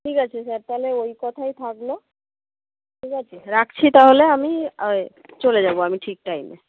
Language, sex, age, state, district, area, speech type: Bengali, female, 60+, West Bengal, Nadia, rural, conversation